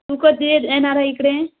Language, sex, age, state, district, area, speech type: Marathi, female, 30-45, Maharashtra, Nagpur, rural, conversation